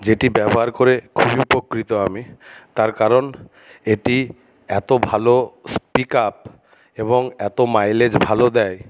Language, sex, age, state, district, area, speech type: Bengali, male, 60+, West Bengal, Jhargram, rural, spontaneous